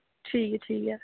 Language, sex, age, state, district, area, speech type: Dogri, female, 30-45, Jammu and Kashmir, Samba, rural, conversation